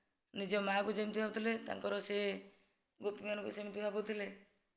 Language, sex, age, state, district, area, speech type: Odia, female, 45-60, Odisha, Nayagarh, rural, spontaneous